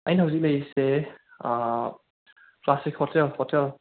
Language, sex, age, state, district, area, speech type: Manipuri, male, 18-30, Manipur, Imphal West, rural, conversation